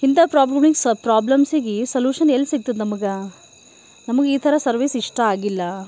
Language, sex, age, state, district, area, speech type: Kannada, female, 30-45, Karnataka, Bidar, urban, spontaneous